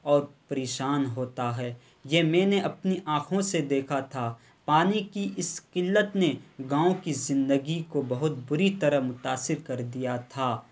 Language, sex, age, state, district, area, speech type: Urdu, male, 18-30, Bihar, Purnia, rural, spontaneous